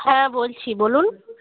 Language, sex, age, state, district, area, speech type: Bengali, female, 30-45, West Bengal, Murshidabad, urban, conversation